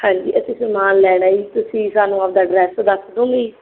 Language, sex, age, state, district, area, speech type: Punjabi, female, 30-45, Punjab, Barnala, rural, conversation